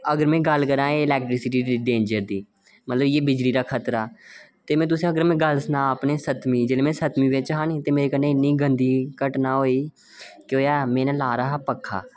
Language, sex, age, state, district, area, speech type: Dogri, male, 18-30, Jammu and Kashmir, Reasi, rural, spontaneous